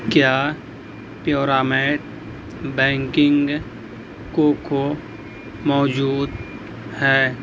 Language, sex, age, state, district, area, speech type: Urdu, male, 18-30, Bihar, Purnia, rural, read